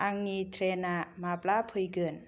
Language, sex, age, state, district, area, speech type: Bodo, female, 30-45, Assam, Kokrajhar, rural, read